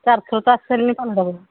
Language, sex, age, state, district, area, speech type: Odia, female, 60+, Odisha, Angul, rural, conversation